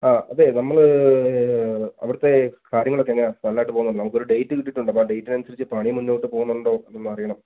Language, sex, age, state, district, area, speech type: Malayalam, male, 18-30, Kerala, Pathanamthitta, rural, conversation